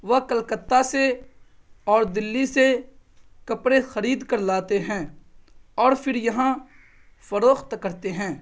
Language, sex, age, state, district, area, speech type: Urdu, male, 18-30, Bihar, Purnia, rural, spontaneous